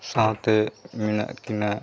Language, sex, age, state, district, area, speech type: Santali, male, 45-60, Jharkhand, East Singhbhum, rural, spontaneous